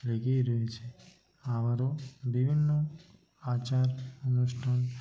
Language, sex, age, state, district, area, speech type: Bengali, male, 45-60, West Bengal, Nadia, rural, spontaneous